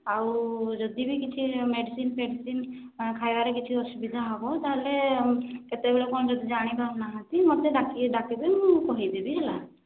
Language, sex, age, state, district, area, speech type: Odia, female, 18-30, Odisha, Mayurbhanj, rural, conversation